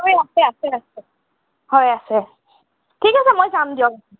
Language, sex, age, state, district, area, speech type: Assamese, female, 45-60, Assam, Darrang, rural, conversation